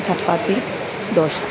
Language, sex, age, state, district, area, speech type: Malayalam, female, 30-45, Kerala, Alappuzha, rural, spontaneous